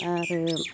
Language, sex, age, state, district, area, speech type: Bodo, female, 60+, Assam, Baksa, urban, spontaneous